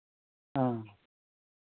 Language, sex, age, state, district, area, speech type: Dogri, female, 45-60, Jammu and Kashmir, Reasi, rural, conversation